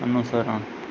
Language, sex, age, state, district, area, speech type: Gujarati, male, 18-30, Gujarat, Morbi, urban, read